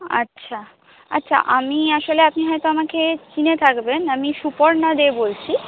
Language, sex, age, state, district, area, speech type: Bengali, female, 60+, West Bengal, Purulia, urban, conversation